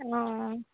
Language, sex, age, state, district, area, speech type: Assamese, female, 18-30, Assam, Sivasagar, rural, conversation